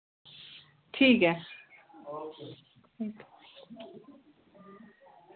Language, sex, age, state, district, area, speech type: Dogri, female, 18-30, Jammu and Kashmir, Samba, rural, conversation